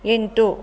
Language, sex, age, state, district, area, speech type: Kannada, female, 30-45, Karnataka, Mandya, rural, read